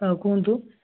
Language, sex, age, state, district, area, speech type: Odia, male, 30-45, Odisha, Nabarangpur, urban, conversation